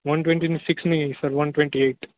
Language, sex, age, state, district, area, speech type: Gujarati, male, 18-30, Gujarat, Junagadh, urban, conversation